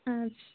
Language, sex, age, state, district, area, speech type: Kashmiri, female, 18-30, Jammu and Kashmir, Baramulla, rural, conversation